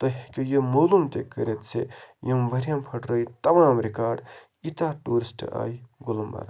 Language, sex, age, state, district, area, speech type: Kashmiri, male, 30-45, Jammu and Kashmir, Baramulla, rural, spontaneous